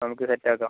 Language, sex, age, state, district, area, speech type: Malayalam, male, 30-45, Kerala, Palakkad, rural, conversation